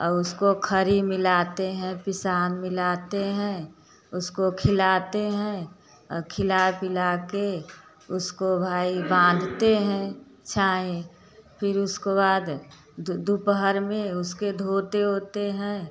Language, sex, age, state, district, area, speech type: Hindi, female, 45-60, Uttar Pradesh, Prayagraj, urban, spontaneous